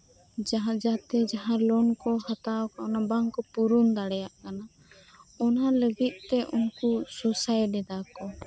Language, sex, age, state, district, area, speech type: Santali, female, 18-30, West Bengal, Birbhum, rural, spontaneous